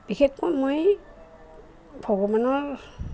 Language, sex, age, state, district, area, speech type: Assamese, female, 60+, Assam, Goalpara, rural, spontaneous